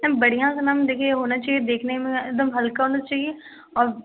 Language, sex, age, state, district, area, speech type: Hindi, female, 18-30, Uttar Pradesh, Ghazipur, rural, conversation